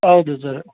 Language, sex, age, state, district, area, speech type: Kannada, male, 45-60, Karnataka, Udupi, rural, conversation